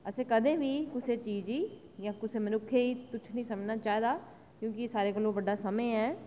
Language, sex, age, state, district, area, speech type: Dogri, female, 30-45, Jammu and Kashmir, Jammu, urban, spontaneous